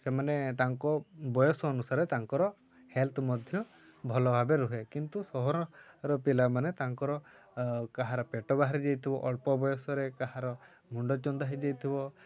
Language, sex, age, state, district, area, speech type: Odia, male, 18-30, Odisha, Mayurbhanj, rural, spontaneous